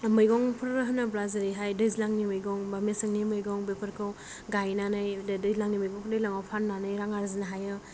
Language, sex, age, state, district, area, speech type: Bodo, female, 18-30, Assam, Kokrajhar, rural, spontaneous